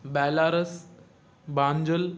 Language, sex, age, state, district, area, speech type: Sindhi, male, 18-30, Gujarat, Kutch, urban, spontaneous